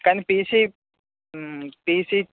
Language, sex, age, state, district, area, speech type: Telugu, male, 18-30, Telangana, Medchal, urban, conversation